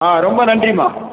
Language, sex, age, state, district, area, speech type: Tamil, male, 45-60, Tamil Nadu, Nilgiris, urban, conversation